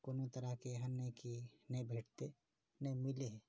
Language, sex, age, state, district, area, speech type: Maithili, male, 30-45, Bihar, Saharsa, rural, spontaneous